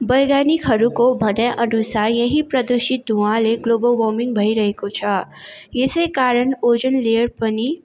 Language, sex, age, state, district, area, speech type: Nepali, female, 18-30, West Bengal, Darjeeling, rural, spontaneous